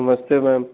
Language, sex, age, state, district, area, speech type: Hindi, male, 18-30, Uttar Pradesh, Pratapgarh, rural, conversation